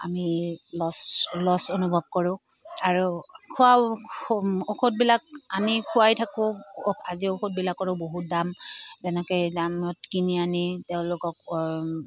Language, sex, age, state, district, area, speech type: Assamese, female, 30-45, Assam, Udalguri, rural, spontaneous